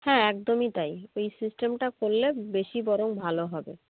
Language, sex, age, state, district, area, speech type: Bengali, female, 30-45, West Bengal, North 24 Parganas, rural, conversation